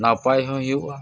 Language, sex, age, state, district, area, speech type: Santali, male, 60+, Odisha, Mayurbhanj, rural, spontaneous